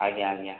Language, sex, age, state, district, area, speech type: Odia, male, 18-30, Odisha, Puri, urban, conversation